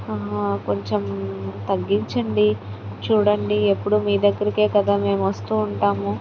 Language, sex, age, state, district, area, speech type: Telugu, female, 30-45, Andhra Pradesh, Palnadu, rural, spontaneous